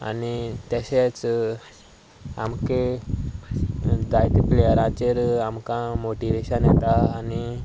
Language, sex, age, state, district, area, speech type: Goan Konkani, male, 18-30, Goa, Sanguem, rural, spontaneous